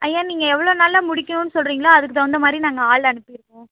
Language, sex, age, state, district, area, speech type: Tamil, female, 45-60, Tamil Nadu, Mayiladuthurai, rural, conversation